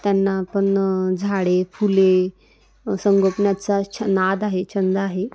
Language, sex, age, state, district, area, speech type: Marathi, female, 18-30, Maharashtra, Wardha, urban, spontaneous